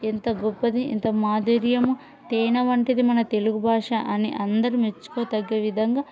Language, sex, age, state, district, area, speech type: Telugu, female, 30-45, Andhra Pradesh, Kurnool, rural, spontaneous